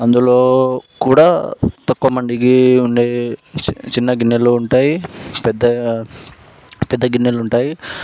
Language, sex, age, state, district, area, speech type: Telugu, male, 18-30, Telangana, Sangareddy, urban, spontaneous